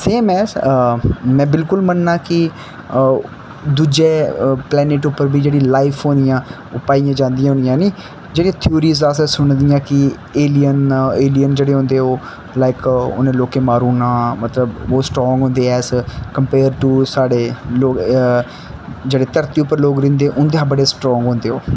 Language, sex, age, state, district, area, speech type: Dogri, male, 18-30, Jammu and Kashmir, Kathua, rural, spontaneous